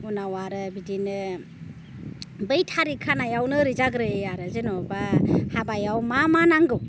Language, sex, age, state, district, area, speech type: Bodo, female, 45-60, Assam, Baksa, rural, spontaneous